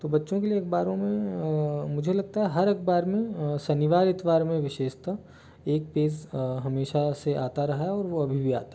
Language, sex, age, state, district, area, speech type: Hindi, male, 30-45, Delhi, New Delhi, urban, spontaneous